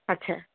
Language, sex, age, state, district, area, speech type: Bengali, female, 45-60, West Bengal, Darjeeling, rural, conversation